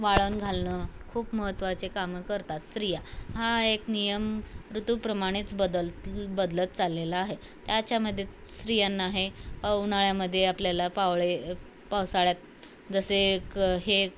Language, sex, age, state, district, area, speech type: Marathi, female, 18-30, Maharashtra, Osmanabad, rural, spontaneous